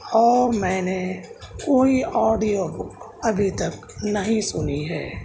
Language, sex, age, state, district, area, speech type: Urdu, male, 18-30, Delhi, South Delhi, urban, spontaneous